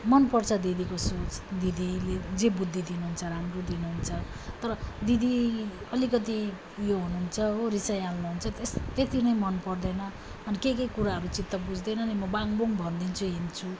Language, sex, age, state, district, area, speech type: Nepali, female, 30-45, West Bengal, Darjeeling, rural, spontaneous